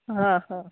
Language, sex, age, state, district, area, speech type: Kannada, female, 18-30, Karnataka, Uttara Kannada, rural, conversation